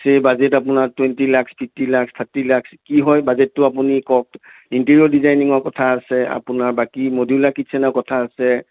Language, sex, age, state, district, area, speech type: Assamese, male, 60+, Assam, Sonitpur, urban, conversation